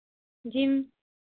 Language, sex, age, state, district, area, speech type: Hindi, female, 30-45, Madhya Pradesh, Hoshangabad, urban, conversation